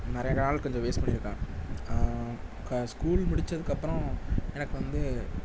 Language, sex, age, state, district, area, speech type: Tamil, male, 18-30, Tamil Nadu, Nagapattinam, rural, spontaneous